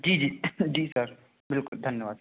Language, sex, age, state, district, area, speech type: Hindi, male, 18-30, Madhya Pradesh, Jabalpur, urban, conversation